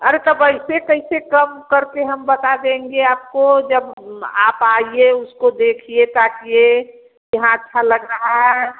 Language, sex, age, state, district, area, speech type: Hindi, female, 60+, Uttar Pradesh, Varanasi, rural, conversation